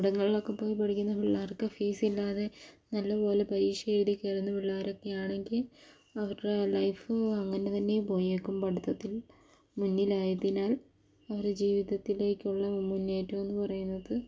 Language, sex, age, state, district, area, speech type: Malayalam, female, 18-30, Kerala, Palakkad, rural, spontaneous